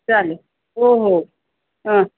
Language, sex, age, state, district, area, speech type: Marathi, female, 60+, Maharashtra, Kolhapur, urban, conversation